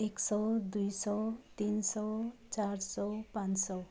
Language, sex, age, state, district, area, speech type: Nepali, female, 30-45, West Bengal, Jalpaiguri, rural, spontaneous